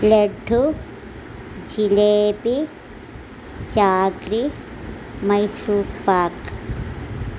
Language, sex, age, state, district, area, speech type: Malayalam, female, 30-45, Kerala, Kozhikode, rural, spontaneous